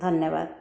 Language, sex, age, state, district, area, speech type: Odia, female, 60+, Odisha, Khordha, rural, spontaneous